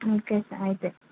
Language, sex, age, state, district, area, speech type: Telugu, female, 18-30, Andhra Pradesh, Krishna, urban, conversation